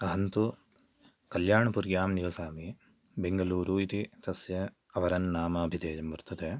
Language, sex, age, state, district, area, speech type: Sanskrit, male, 18-30, Karnataka, Chikkamagaluru, urban, spontaneous